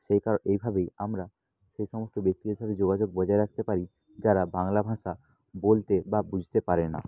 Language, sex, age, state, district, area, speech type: Bengali, male, 18-30, West Bengal, South 24 Parganas, rural, spontaneous